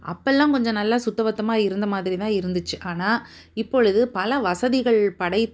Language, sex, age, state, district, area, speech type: Tamil, female, 45-60, Tamil Nadu, Tiruppur, urban, spontaneous